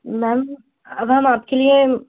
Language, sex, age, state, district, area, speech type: Hindi, female, 18-30, Madhya Pradesh, Chhindwara, urban, conversation